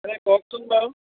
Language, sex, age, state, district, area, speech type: Assamese, male, 60+, Assam, Charaideo, rural, conversation